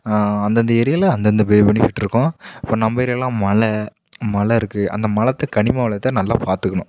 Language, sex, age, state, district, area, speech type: Tamil, male, 18-30, Tamil Nadu, Nagapattinam, rural, spontaneous